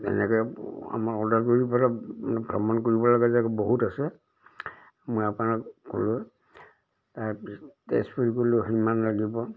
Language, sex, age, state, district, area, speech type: Assamese, male, 60+, Assam, Udalguri, rural, spontaneous